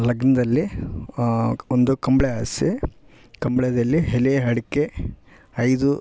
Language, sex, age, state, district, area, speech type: Kannada, male, 30-45, Karnataka, Vijayanagara, rural, spontaneous